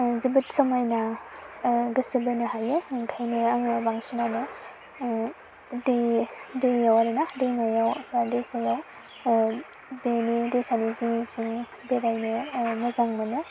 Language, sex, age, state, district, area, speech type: Bodo, female, 18-30, Assam, Baksa, rural, spontaneous